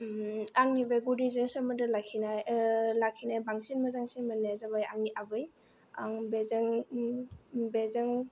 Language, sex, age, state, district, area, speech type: Bodo, female, 18-30, Assam, Kokrajhar, rural, spontaneous